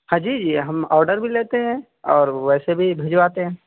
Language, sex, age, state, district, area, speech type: Urdu, male, 18-30, Uttar Pradesh, Saharanpur, urban, conversation